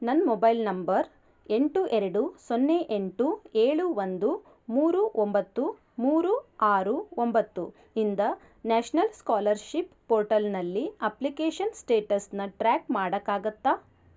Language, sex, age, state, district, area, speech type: Kannada, female, 30-45, Karnataka, Davanagere, rural, read